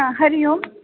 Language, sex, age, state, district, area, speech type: Sanskrit, female, 18-30, Kerala, Thrissur, urban, conversation